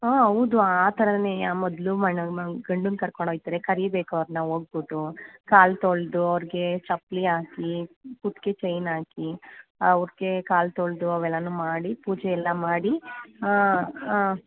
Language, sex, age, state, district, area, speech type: Kannada, female, 18-30, Karnataka, Mandya, rural, conversation